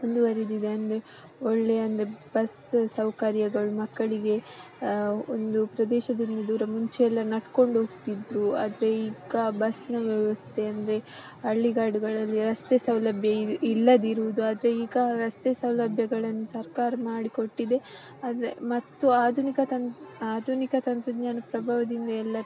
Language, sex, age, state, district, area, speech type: Kannada, female, 18-30, Karnataka, Udupi, rural, spontaneous